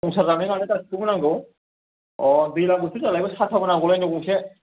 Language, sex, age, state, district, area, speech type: Bodo, male, 45-60, Assam, Kokrajhar, rural, conversation